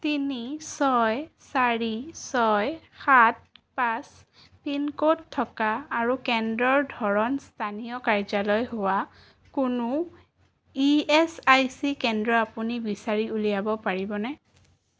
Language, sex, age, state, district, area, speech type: Assamese, female, 18-30, Assam, Sonitpur, urban, read